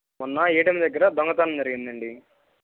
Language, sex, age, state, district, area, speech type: Telugu, male, 18-30, Andhra Pradesh, Guntur, rural, conversation